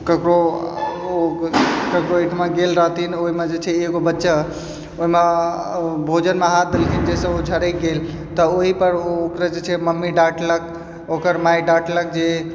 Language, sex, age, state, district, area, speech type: Maithili, male, 18-30, Bihar, Supaul, rural, spontaneous